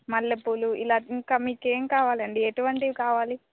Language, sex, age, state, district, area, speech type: Telugu, female, 18-30, Telangana, Bhadradri Kothagudem, rural, conversation